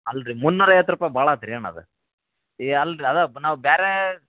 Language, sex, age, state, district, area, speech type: Kannada, male, 18-30, Karnataka, Koppal, rural, conversation